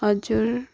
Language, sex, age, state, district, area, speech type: Nepali, female, 18-30, West Bengal, Darjeeling, rural, spontaneous